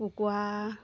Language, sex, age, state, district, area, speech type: Assamese, female, 30-45, Assam, Golaghat, rural, spontaneous